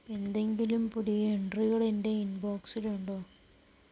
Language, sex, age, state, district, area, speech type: Malayalam, female, 60+, Kerala, Palakkad, rural, read